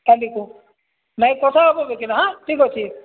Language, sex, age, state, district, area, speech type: Odia, male, 45-60, Odisha, Nabarangpur, rural, conversation